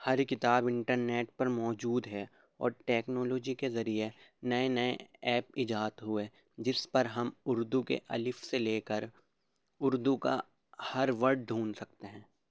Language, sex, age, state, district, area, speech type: Urdu, male, 18-30, Delhi, Central Delhi, urban, spontaneous